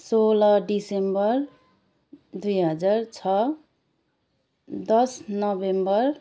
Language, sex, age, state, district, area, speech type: Nepali, female, 30-45, West Bengal, Darjeeling, rural, spontaneous